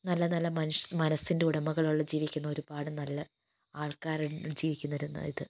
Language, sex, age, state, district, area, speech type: Malayalam, female, 60+, Kerala, Wayanad, rural, spontaneous